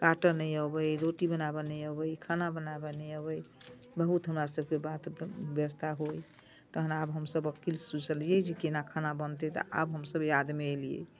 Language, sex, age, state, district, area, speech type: Maithili, female, 60+, Bihar, Muzaffarpur, rural, spontaneous